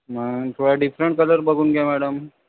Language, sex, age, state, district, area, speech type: Marathi, male, 45-60, Maharashtra, Nagpur, urban, conversation